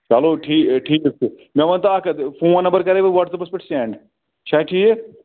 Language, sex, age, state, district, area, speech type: Kashmiri, male, 30-45, Jammu and Kashmir, Srinagar, rural, conversation